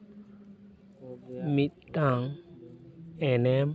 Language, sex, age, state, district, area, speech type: Santali, male, 18-30, West Bengal, Purba Bardhaman, rural, read